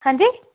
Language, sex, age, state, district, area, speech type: Punjabi, female, 18-30, Punjab, Hoshiarpur, rural, conversation